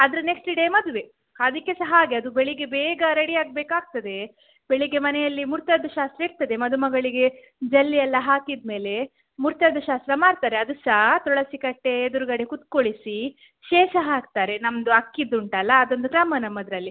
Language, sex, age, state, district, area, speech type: Kannada, female, 18-30, Karnataka, Udupi, rural, conversation